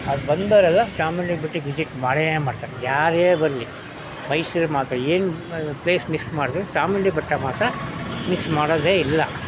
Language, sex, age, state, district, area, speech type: Kannada, male, 60+, Karnataka, Mysore, rural, spontaneous